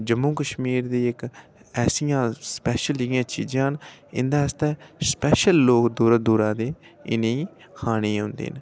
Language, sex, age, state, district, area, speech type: Dogri, male, 18-30, Jammu and Kashmir, Udhampur, rural, spontaneous